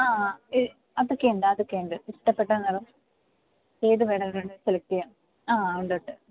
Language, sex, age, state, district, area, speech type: Malayalam, female, 18-30, Kerala, Idukki, rural, conversation